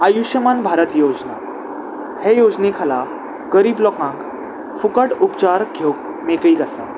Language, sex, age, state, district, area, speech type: Goan Konkani, male, 18-30, Goa, Salcete, urban, spontaneous